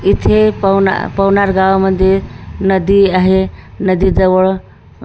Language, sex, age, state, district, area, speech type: Marathi, female, 45-60, Maharashtra, Thane, rural, spontaneous